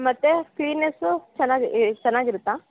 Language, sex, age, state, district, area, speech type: Kannada, female, 18-30, Karnataka, Chitradurga, rural, conversation